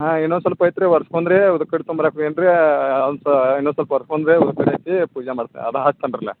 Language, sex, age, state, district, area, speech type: Kannada, male, 30-45, Karnataka, Belgaum, rural, conversation